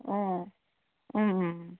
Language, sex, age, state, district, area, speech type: Kannada, female, 60+, Karnataka, Kolar, rural, conversation